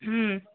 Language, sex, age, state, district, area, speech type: Odia, female, 60+, Odisha, Gajapati, rural, conversation